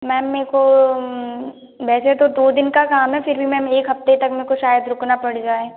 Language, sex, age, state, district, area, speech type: Hindi, female, 18-30, Madhya Pradesh, Hoshangabad, rural, conversation